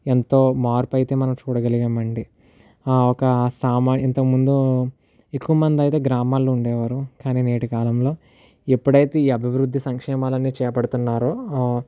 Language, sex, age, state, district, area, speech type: Telugu, male, 18-30, Andhra Pradesh, Kakinada, urban, spontaneous